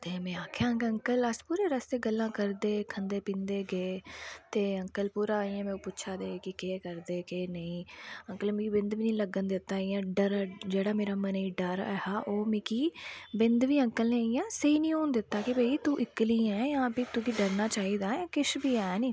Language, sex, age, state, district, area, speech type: Dogri, female, 18-30, Jammu and Kashmir, Udhampur, rural, spontaneous